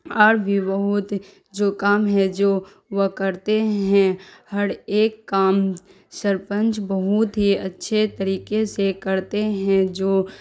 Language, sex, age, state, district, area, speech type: Urdu, female, 30-45, Bihar, Darbhanga, rural, spontaneous